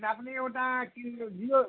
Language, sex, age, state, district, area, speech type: Bengali, male, 45-60, West Bengal, Uttar Dinajpur, rural, conversation